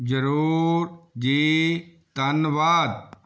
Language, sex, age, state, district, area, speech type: Punjabi, male, 60+, Punjab, Fazilka, rural, read